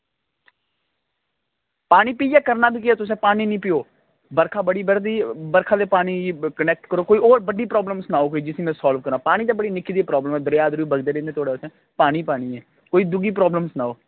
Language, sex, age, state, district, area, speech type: Dogri, male, 18-30, Jammu and Kashmir, Kathua, rural, conversation